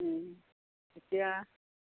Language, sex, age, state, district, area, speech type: Assamese, female, 60+, Assam, Charaideo, rural, conversation